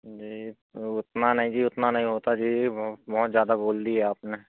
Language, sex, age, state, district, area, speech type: Hindi, male, 18-30, Madhya Pradesh, Seoni, urban, conversation